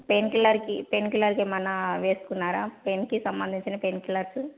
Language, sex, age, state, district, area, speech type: Telugu, female, 30-45, Telangana, Karimnagar, rural, conversation